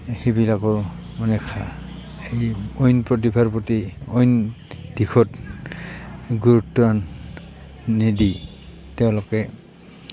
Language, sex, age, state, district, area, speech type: Assamese, male, 45-60, Assam, Goalpara, urban, spontaneous